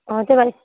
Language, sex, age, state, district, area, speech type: Assamese, female, 30-45, Assam, Barpeta, rural, conversation